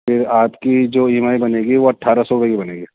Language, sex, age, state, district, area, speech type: Urdu, male, 30-45, Delhi, East Delhi, urban, conversation